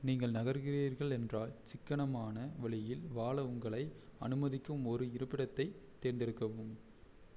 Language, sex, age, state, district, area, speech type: Tamil, male, 18-30, Tamil Nadu, Erode, rural, read